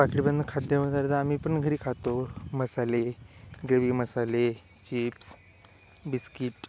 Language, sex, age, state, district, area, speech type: Marathi, male, 18-30, Maharashtra, Hingoli, urban, spontaneous